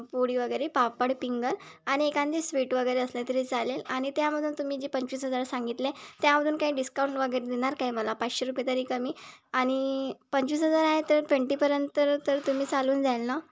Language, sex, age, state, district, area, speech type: Marathi, female, 18-30, Maharashtra, Wardha, rural, spontaneous